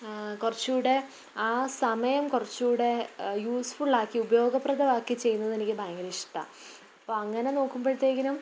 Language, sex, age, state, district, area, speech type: Malayalam, female, 18-30, Kerala, Pathanamthitta, rural, spontaneous